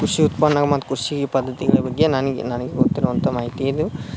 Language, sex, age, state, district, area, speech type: Kannada, male, 18-30, Karnataka, Dharwad, rural, spontaneous